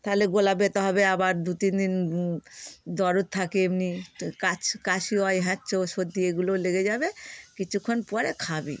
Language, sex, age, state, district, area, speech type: Bengali, female, 60+, West Bengal, Darjeeling, rural, spontaneous